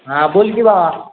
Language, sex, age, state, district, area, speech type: Marathi, male, 18-30, Maharashtra, Satara, urban, conversation